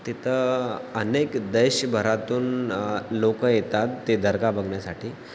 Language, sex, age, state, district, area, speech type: Marathi, male, 18-30, Maharashtra, Washim, rural, spontaneous